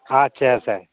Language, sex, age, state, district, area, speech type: Bengali, male, 45-60, West Bengal, Hooghly, rural, conversation